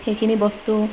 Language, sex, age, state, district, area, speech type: Assamese, female, 30-45, Assam, Majuli, urban, spontaneous